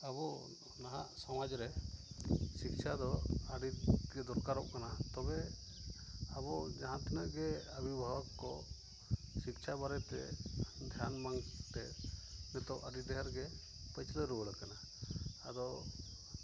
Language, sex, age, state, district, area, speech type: Santali, male, 30-45, Jharkhand, Seraikela Kharsawan, rural, spontaneous